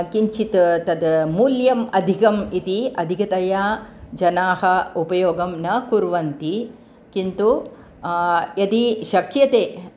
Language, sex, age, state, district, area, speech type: Sanskrit, female, 60+, Tamil Nadu, Chennai, urban, spontaneous